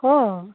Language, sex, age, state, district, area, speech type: Assamese, female, 30-45, Assam, Udalguri, rural, conversation